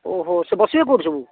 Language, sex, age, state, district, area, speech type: Odia, male, 30-45, Odisha, Bhadrak, rural, conversation